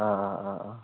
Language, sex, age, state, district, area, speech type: Malayalam, male, 45-60, Kerala, Palakkad, rural, conversation